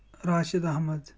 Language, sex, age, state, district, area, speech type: Kashmiri, male, 18-30, Jammu and Kashmir, Shopian, rural, spontaneous